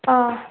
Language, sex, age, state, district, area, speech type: Manipuri, female, 30-45, Manipur, Kangpokpi, urban, conversation